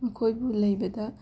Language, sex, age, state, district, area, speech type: Manipuri, female, 18-30, Manipur, Imphal West, rural, spontaneous